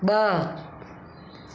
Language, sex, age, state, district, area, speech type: Sindhi, female, 60+, Maharashtra, Mumbai Suburban, urban, read